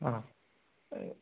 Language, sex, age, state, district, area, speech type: Malayalam, male, 18-30, Kerala, Kottayam, rural, conversation